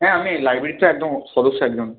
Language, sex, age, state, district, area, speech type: Bengali, male, 60+, West Bengal, Nadia, rural, conversation